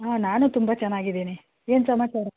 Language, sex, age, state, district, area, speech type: Kannada, female, 30-45, Karnataka, Bangalore Rural, rural, conversation